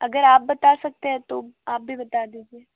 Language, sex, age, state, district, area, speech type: Hindi, female, 18-30, Madhya Pradesh, Bhopal, urban, conversation